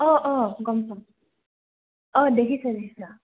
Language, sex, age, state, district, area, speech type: Assamese, female, 18-30, Assam, Goalpara, urban, conversation